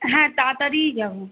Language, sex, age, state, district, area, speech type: Bengali, female, 30-45, West Bengal, Kolkata, urban, conversation